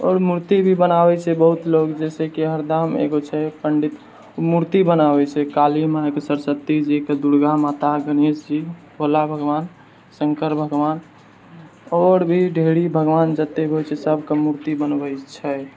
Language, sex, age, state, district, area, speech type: Maithili, male, 18-30, Bihar, Purnia, rural, spontaneous